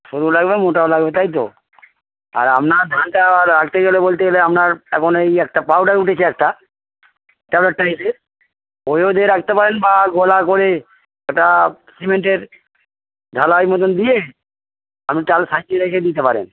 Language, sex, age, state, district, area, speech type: Bengali, male, 45-60, West Bengal, Darjeeling, rural, conversation